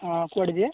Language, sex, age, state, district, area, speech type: Odia, male, 18-30, Odisha, Nayagarh, rural, conversation